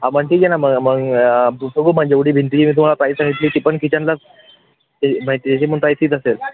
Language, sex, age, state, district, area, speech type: Marathi, male, 18-30, Maharashtra, Thane, urban, conversation